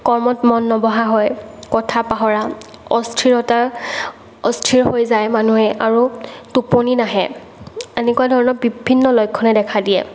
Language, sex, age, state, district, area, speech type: Assamese, female, 18-30, Assam, Morigaon, rural, spontaneous